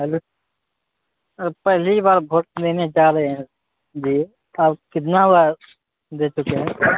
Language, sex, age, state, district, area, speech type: Maithili, male, 18-30, Bihar, Begusarai, urban, conversation